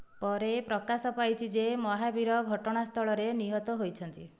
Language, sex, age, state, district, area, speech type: Odia, female, 30-45, Odisha, Dhenkanal, rural, read